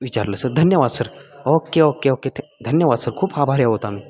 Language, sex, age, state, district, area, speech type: Marathi, male, 18-30, Maharashtra, Satara, rural, spontaneous